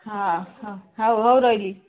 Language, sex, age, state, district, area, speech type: Odia, female, 60+, Odisha, Gajapati, rural, conversation